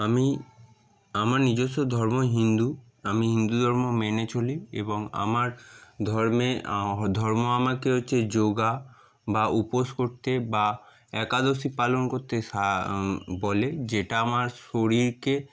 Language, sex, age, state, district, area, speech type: Bengali, male, 30-45, West Bengal, Darjeeling, urban, spontaneous